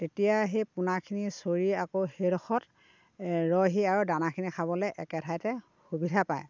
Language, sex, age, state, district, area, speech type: Assamese, female, 60+, Assam, Dhemaji, rural, spontaneous